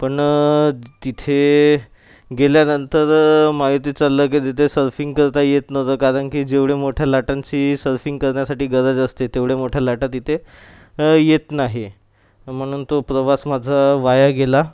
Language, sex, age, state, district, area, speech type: Marathi, male, 30-45, Maharashtra, Nagpur, urban, spontaneous